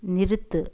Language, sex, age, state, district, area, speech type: Tamil, female, 45-60, Tamil Nadu, Coimbatore, rural, read